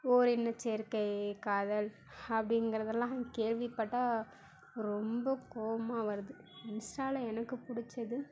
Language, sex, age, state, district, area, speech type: Tamil, female, 30-45, Tamil Nadu, Mayiladuthurai, urban, spontaneous